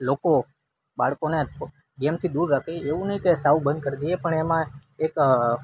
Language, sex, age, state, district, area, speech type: Gujarati, male, 18-30, Gujarat, Junagadh, rural, spontaneous